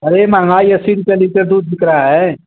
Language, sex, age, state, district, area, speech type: Hindi, male, 60+, Uttar Pradesh, Mau, rural, conversation